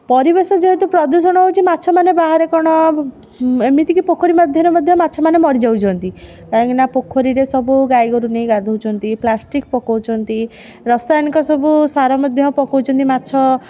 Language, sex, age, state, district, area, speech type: Odia, female, 30-45, Odisha, Puri, urban, spontaneous